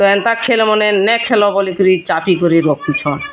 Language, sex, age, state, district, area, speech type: Odia, female, 45-60, Odisha, Bargarh, urban, spontaneous